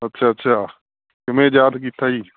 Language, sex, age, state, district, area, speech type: Punjabi, male, 30-45, Punjab, Ludhiana, rural, conversation